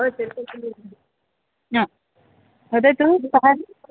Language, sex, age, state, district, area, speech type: Sanskrit, female, 30-45, Karnataka, Bangalore Urban, urban, conversation